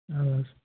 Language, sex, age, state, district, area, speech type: Kashmiri, male, 18-30, Jammu and Kashmir, Pulwama, urban, conversation